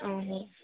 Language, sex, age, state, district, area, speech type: Odia, female, 18-30, Odisha, Sambalpur, rural, conversation